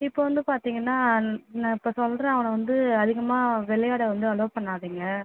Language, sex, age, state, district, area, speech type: Tamil, female, 18-30, Tamil Nadu, Cuddalore, rural, conversation